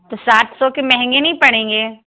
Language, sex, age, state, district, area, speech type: Hindi, female, 60+, Madhya Pradesh, Jabalpur, urban, conversation